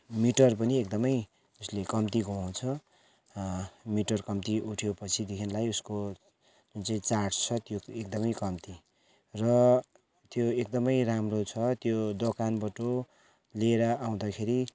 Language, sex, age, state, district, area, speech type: Nepali, male, 45-60, West Bengal, Kalimpong, rural, spontaneous